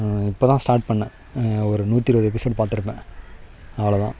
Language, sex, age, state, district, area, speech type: Tamil, male, 30-45, Tamil Nadu, Nagapattinam, rural, spontaneous